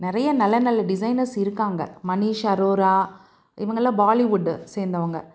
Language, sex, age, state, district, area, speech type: Tamil, female, 45-60, Tamil Nadu, Tiruppur, urban, spontaneous